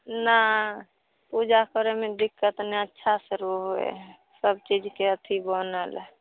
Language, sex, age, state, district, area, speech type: Maithili, female, 18-30, Bihar, Samastipur, rural, conversation